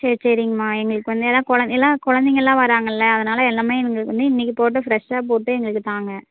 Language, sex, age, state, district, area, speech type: Tamil, female, 18-30, Tamil Nadu, Namakkal, rural, conversation